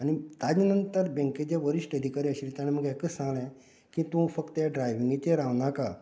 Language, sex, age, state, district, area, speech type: Goan Konkani, male, 45-60, Goa, Canacona, rural, spontaneous